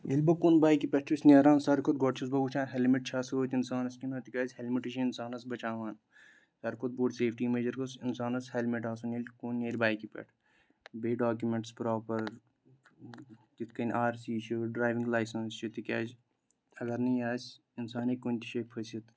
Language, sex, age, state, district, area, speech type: Kashmiri, male, 18-30, Jammu and Kashmir, Pulwama, urban, spontaneous